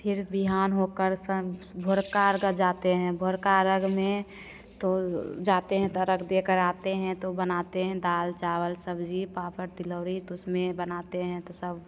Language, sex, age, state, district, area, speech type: Hindi, female, 30-45, Bihar, Begusarai, urban, spontaneous